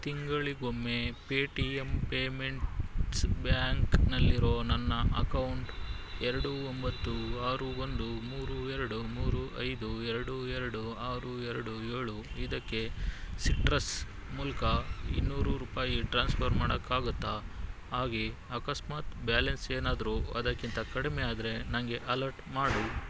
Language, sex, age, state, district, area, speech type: Kannada, male, 45-60, Karnataka, Bangalore Urban, rural, read